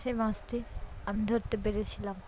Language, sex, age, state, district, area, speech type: Bengali, female, 18-30, West Bengal, Dakshin Dinajpur, urban, spontaneous